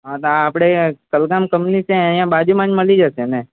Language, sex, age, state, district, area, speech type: Gujarati, male, 18-30, Gujarat, Valsad, rural, conversation